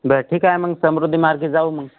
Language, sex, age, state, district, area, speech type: Marathi, male, 18-30, Maharashtra, Hingoli, urban, conversation